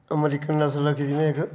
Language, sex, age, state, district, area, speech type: Dogri, male, 45-60, Jammu and Kashmir, Reasi, rural, spontaneous